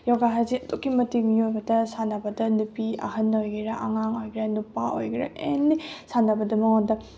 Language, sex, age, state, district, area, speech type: Manipuri, female, 18-30, Manipur, Bishnupur, rural, spontaneous